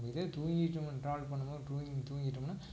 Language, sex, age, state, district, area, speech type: Tamil, male, 45-60, Tamil Nadu, Tiruppur, urban, spontaneous